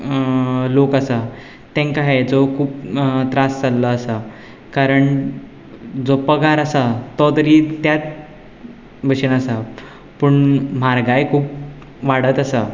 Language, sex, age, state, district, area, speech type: Goan Konkani, male, 18-30, Goa, Ponda, rural, spontaneous